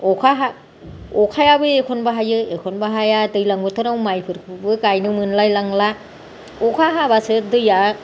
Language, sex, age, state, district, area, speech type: Bodo, female, 60+, Assam, Kokrajhar, rural, spontaneous